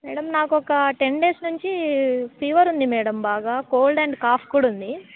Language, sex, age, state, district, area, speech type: Telugu, female, 18-30, Telangana, Khammam, urban, conversation